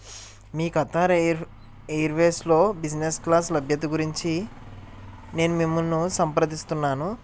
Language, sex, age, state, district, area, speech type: Telugu, male, 30-45, Andhra Pradesh, N T Rama Rao, urban, spontaneous